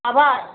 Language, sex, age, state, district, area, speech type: Gujarati, female, 60+, Gujarat, Kheda, rural, conversation